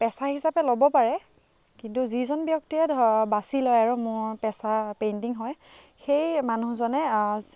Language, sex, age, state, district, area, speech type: Assamese, female, 18-30, Assam, Biswanath, rural, spontaneous